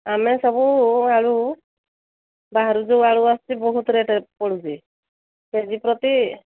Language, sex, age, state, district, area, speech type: Odia, female, 60+, Odisha, Angul, rural, conversation